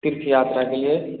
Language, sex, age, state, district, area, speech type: Hindi, male, 18-30, Bihar, Darbhanga, rural, conversation